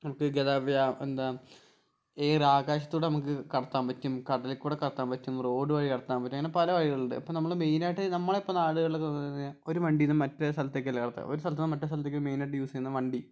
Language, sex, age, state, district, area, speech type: Malayalam, male, 18-30, Kerala, Wayanad, rural, spontaneous